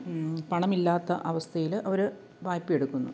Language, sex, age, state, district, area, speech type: Malayalam, female, 30-45, Kerala, Kottayam, rural, spontaneous